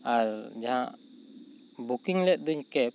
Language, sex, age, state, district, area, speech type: Santali, male, 30-45, West Bengal, Bankura, rural, spontaneous